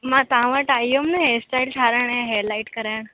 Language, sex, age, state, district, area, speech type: Sindhi, female, 18-30, Rajasthan, Ajmer, urban, conversation